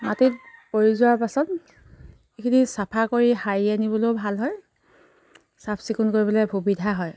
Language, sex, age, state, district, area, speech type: Assamese, female, 30-45, Assam, Charaideo, rural, spontaneous